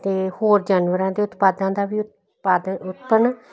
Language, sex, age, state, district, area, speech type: Punjabi, female, 60+, Punjab, Jalandhar, urban, spontaneous